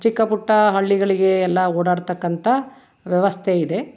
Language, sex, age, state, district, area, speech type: Kannada, female, 60+, Karnataka, Chitradurga, rural, spontaneous